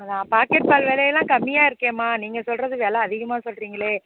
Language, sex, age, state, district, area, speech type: Tamil, female, 60+, Tamil Nadu, Mayiladuthurai, urban, conversation